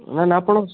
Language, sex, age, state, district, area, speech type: Odia, male, 30-45, Odisha, Kandhamal, rural, conversation